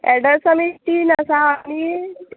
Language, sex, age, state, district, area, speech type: Goan Konkani, female, 30-45, Goa, Tiswadi, rural, conversation